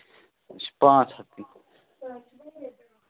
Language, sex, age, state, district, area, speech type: Kashmiri, male, 18-30, Jammu and Kashmir, Budgam, rural, conversation